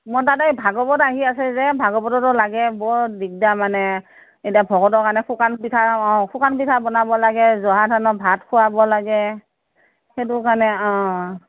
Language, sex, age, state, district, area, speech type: Assamese, female, 60+, Assam, Morigaon, rural, conversation